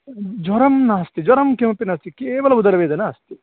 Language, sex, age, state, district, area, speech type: Sanskrit, male, 45-60, Karnataka, Davanagere, rural, conversation